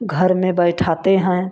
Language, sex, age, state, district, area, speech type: Hindi, female, 60+, Uttar Pradesh, Prayagraj, urban, spontaneous